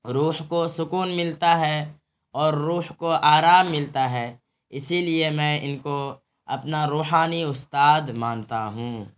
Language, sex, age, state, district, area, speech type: Urdu, male, 30-45, Bihar, Araria, rural, spontaneous